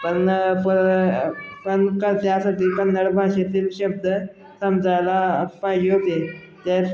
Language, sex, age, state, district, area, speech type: Marathi, male, 18-30, Maharashtra, Osmanabad, rural, spontaneous